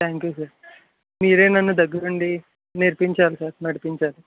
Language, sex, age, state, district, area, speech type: Telugu, male, 18-30, Andhra Pradesh, West Godavari, rural, conversation